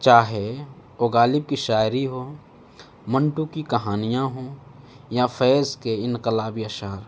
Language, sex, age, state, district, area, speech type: Urdu, male, 18-30, Delhi, North East Delhi, urban, spontaneous